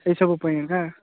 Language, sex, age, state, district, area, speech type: Odia, male, 45-60, Odisha, Nabarangpur, rural, conversation